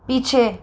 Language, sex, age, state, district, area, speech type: Hindi, female, 18-30, Rajasthan, Jodhpur, urban, read